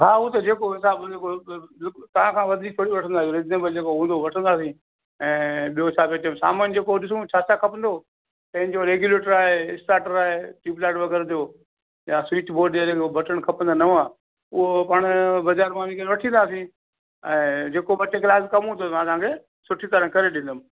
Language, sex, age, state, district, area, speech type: Sindhi, male, 60+, Gujarat, Kutch, rural, conversation